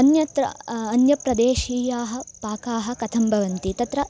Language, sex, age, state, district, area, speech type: Sanskrit, female, 18-30, Karnataka, Hassan, rural, spontaneous